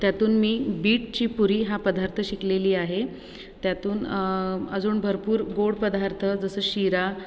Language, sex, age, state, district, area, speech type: Marathi, female, 18-30, Maharashtra, Buldhana, rural, spontaneous